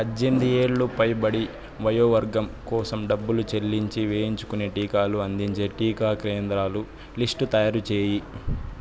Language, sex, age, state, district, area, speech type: Telugu, female, 18-30, Andhra Pradesh, Chittoor, urban, read